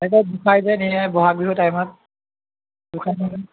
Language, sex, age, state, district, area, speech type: Assamese, male, 30-45, Assam, Biswanath, rural, conversation